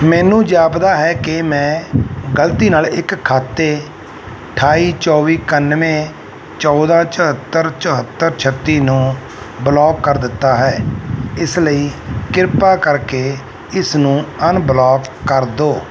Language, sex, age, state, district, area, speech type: Punjabi, male, 45-60, Punjab, Mansa, urban, read